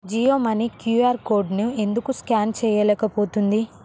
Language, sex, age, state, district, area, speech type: Telugu, female, 18-30, Telangana, Hyderabad, urban, read